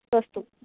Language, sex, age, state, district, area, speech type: Sanskrit, female, 18-30, Kerala, Thrissur, rural, conversation